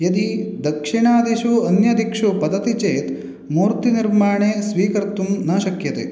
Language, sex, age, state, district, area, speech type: Sanskrit, male, 18-30, Karnataka, Uttara Kannada, rural, spontaneous